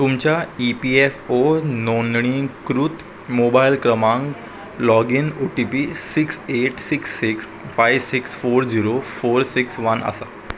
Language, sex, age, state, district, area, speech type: Goan Konkani, male, 18-30, Goa, Salcete, urban, read